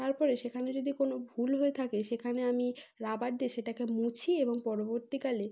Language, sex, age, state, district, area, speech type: Bengali, female, 18-30, West Bengal, North 24 Parganas, urban, spontaneous